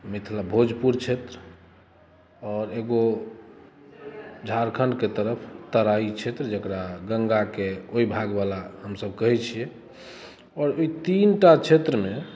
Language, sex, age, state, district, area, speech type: Maithili, male, 30-45, Bihar, Madhubani, rural, spontaneous